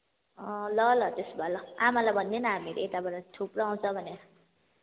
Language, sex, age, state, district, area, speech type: Nepali, female, 18-30, West Bengal, Kalimpong, rural, conversation